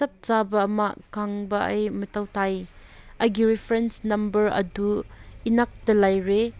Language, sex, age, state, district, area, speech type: Manipuri, female, 18-30, Manipur, Kangpokpi, rural, read